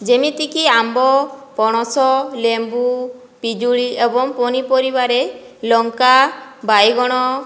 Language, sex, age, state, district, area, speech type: Odia, female, 45-60, Odisha, Boudh, rural, spontaneous